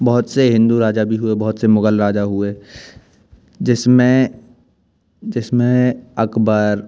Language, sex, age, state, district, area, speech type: Hindi, male, 18-30, Madhya Pradesh, Jabalpur, urban, spontaneous